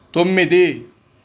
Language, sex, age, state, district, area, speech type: Telugu, male, 60+, Andhra Pradesh, Nellore, urban, read